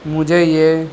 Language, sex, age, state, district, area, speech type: Urdu, male, 18-30, Bihar, Gaya, rural, spontaneous